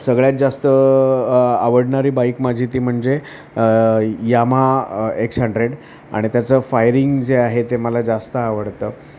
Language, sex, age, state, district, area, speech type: Marathi, male, 45-60, Maharashtra, Thane, rural, spontaneous